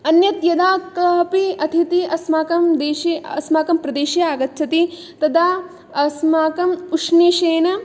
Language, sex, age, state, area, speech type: Sanskrit, female, 18-30, Rajasthan, urban, spontaneous